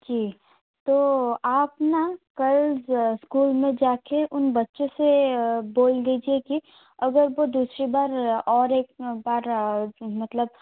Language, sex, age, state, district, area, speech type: Hindi, female, 30-45, Rajasthan, Jodhpur, rural, conversation